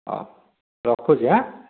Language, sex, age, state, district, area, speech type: Odia, male, 30-45, Odisha, Dhenkanal, rural, conversation